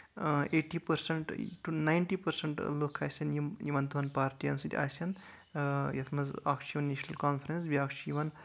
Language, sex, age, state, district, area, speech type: Kashmiri, male, 18-30, Jammu and Kashmir, Anantnag, rural, spontaneous